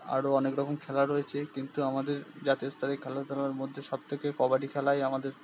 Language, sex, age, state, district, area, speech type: Bengali, male, 45-60, West Bengal, Purba Bardhaman, urban, spontaneous